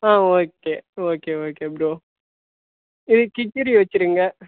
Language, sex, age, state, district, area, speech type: Tamil, male, 18-30, Tamil Nadu, Kallakurichi, rural, conversation